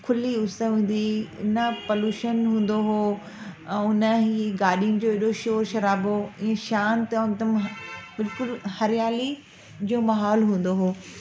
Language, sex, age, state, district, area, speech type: Sindhi, female, 30-45, Delhi, South Delhi, urban, spontaneous